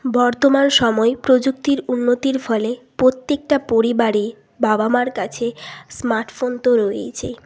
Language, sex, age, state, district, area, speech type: Bengali, female, 18-30, West Bengal, Bankura, urban, spontaneous